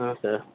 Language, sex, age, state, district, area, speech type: Tamil, male, 18-30, Tamil Nadu, Vellore, urban, conversation